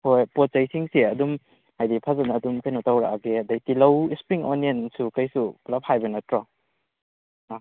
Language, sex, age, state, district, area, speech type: Manipuri, male, 18-30, Manipur, Kakching, rural, conversation